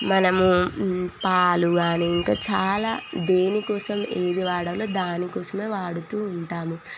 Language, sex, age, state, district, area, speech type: Telugu, female, 18-30, Telangana, Sangareddy, urban, spontaneous